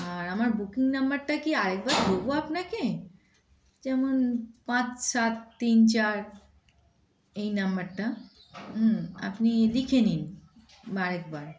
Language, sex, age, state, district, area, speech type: Bengali, female, 45-60, West Bengal, Darjeeling, rural, spontaneous